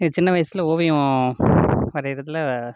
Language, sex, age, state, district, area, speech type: Tamil, male, 30-45, Tamil Nadu, Namakkal, rural, spontaneous